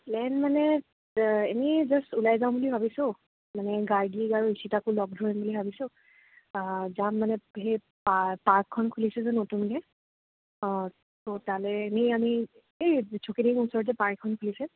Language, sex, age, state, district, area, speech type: Assamese, female, 18-30, Assam, Dibrugarh, urban, conversation